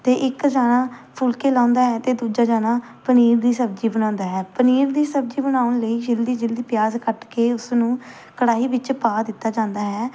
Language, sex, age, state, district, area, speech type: Punjabi, female, 18-30, Punjab, Pathankot, rural, spontaneous